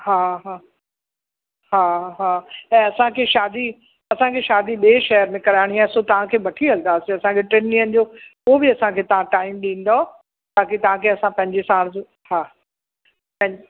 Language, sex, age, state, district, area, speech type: Sindhi, female, 60+, Uttar Pradesh, Lucknow, rural, conversation